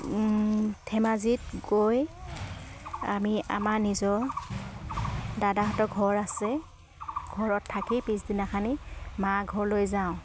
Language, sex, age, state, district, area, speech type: Assamese, female, 30-45, Assam, Udalguri, rural, spontaneous